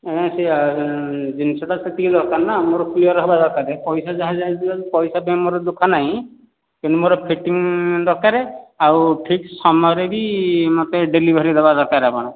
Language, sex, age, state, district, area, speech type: Odia, male, 45-60, Odisha, Nayagarh, rural, conversation